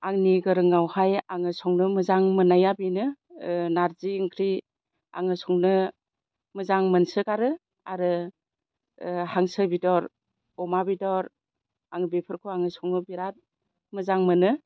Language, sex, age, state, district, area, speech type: Bodo, female, 60+, Assam, Chirang, rural, spontaneous